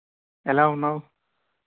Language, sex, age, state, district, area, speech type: Telugu, male, 18-30, Andhra Pradesh, Sri Balaji, rural, conversation